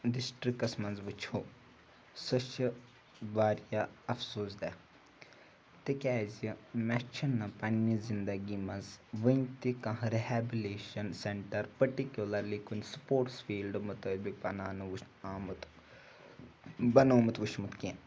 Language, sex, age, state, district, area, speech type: Kashmiri, male, 18-30, Jammu and Kashmir, Ganderbal, rural, spontaneous